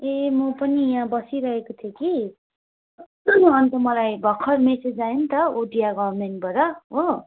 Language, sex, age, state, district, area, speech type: Nepali, female, 30-45, West Bengal, Darjeeling, rural, conversation